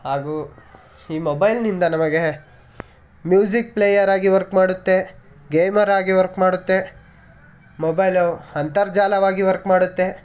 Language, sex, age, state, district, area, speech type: Kannada, male, 18-30, Karnataka, Mysore, rural, spontaneous